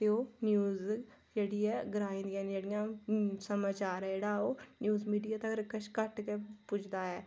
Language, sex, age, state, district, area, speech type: Dogri, female, 18-30, Jammu and Kashmir, Udhampur, rural, spontaneous